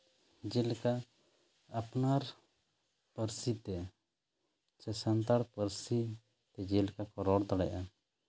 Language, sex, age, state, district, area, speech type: Santali, male, 30-45, West Bengal, Jhargram, rural, spontaneous